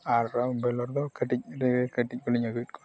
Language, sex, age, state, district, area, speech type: Santali, male, 45-60, Odisha, Mayurbhanj, rural, spontaneous